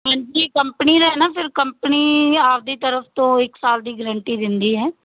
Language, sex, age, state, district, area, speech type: Punjabi, female, 30-45, Punjab, Fazilka, rural, conversation